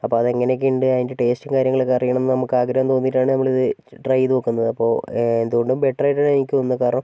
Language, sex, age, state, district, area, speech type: Malayalam, male, 45-60, Kerala, Wayanad, rural, spontaneous